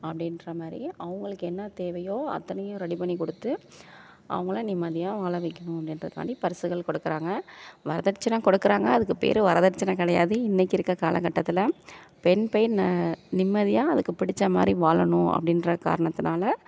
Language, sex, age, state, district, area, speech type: Tamil, female, 45-60, Tamil Nadu, Thanjavur, rural, spontaneous